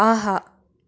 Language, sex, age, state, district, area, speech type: Tamil, female, 18-30, Tamil Nadu, Krishnagiri, rural, read